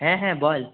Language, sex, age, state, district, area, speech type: Bengali, male, 18-30, West Bengal, Purulia, rural, conversation